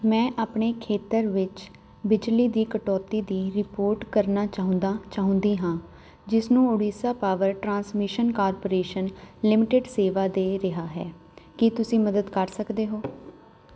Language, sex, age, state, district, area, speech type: Punjabi, female, 18-30, Punjab, Jalandhar, urban, read